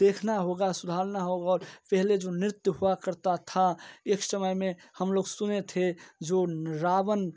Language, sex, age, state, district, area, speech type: Hindi, male, 18-30, Bihar, Darbhanga, rural, spontaneous